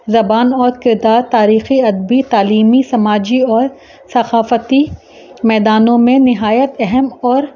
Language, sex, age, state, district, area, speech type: Urdu, female, 30-45, Uttar Pradesh, Rampur, urban, spontaneous